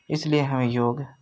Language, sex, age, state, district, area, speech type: Hindi, male, 30-45, Uttar Pradesh, Jaunpur, rural, spontaneous